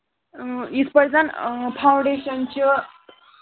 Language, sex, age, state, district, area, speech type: Kashmiri, male, 18-30, Jammu and Kashmir, Kulgam, rural, conversation